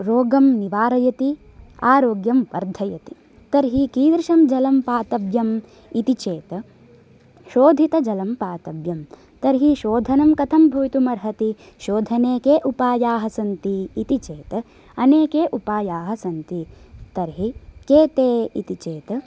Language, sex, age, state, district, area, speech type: Sanskrit, female, 18-30, Karnataka, Uttara Kannada, urban, spontaneous